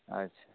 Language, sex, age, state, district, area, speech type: Maithili, male, 45-60, Bihar, Muzaffarpur, urban, conversation